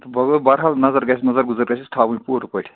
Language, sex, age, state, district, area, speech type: Kashmiri, male, 30-45, Jammu and Kashmir, Budgam, rural, conversation